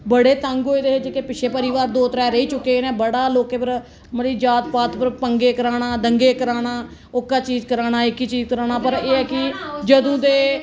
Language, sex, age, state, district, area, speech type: Dogri, female, 30-45, Jammu and Kashmir, Reasi, urban, spontaneous